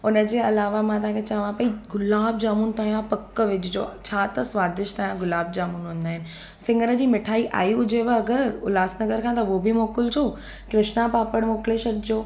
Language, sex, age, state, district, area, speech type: Sindhi, female, 18-30, Gujarat, Surat, urban, spontaneous